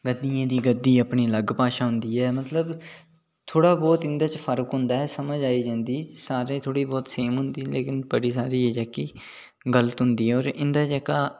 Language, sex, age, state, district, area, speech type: Dogri, male, 18-30, Jammu and Kashmir, Udhampur, rural, spontaneous